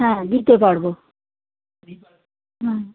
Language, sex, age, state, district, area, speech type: Bengali, female, 45-60, West Bengal, Howrah, urban, conversation